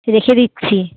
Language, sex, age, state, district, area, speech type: Bengali, female, 30-45, West Bengal, Uttar Dinajpur, urban, conversation